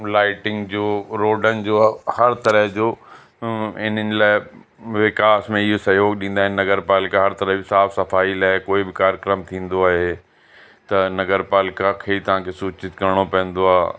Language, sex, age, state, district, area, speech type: Sindhi, male, 45-60, Uttar Pradesh, Lucknow, rural, spontaneous